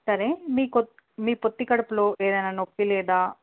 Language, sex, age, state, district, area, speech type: Telugu, female, 18-30, Telangana, Hanamkonda, urban, conversation